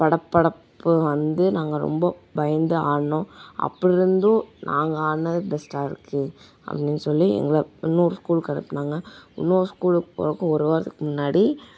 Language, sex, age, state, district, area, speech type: Tamil, female, 18-30, Tamil Nadu, Coimbatore, rural, spontaneous